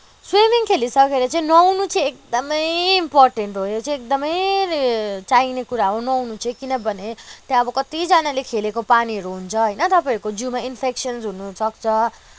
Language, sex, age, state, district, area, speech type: Nepali, female, 30-45, West Bengal, Kalimpong, rural, spontaneous